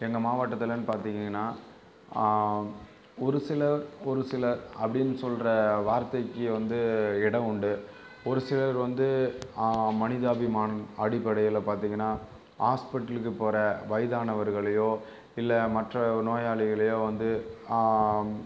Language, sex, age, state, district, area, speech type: Tamil, male, 18-30, Tamil Nadu, Cuddalore, rural, spontaneous